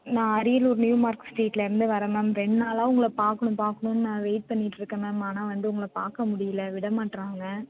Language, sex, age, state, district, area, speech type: Tamil, female, 18-30, Tamil Nadu, Ariyalur, rural, conversation